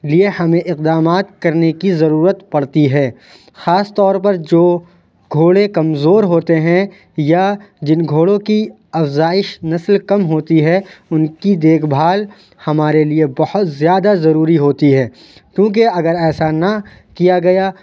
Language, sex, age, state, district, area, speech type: Urdu, male, 18-30, Uttar Pradesh, Lucknow, urban, spontaneous